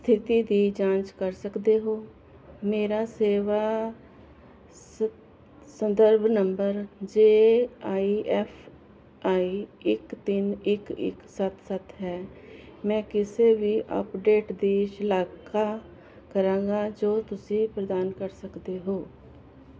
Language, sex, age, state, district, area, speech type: Punjabi, female, 45-60, Punjab, Jalandhar, urban, read